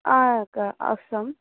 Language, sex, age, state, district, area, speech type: Telugu, female, 18-30, Telangana, Nizamabad, urban, conversation